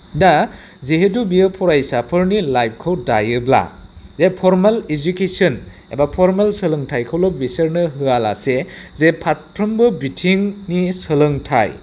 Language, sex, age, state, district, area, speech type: Bodo, male, 30-45, Assam, Chirang, rural, spontaneous